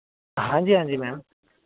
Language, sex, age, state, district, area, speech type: Punjabi, male, 18-30, Punjab, Muktsar, rural, conversation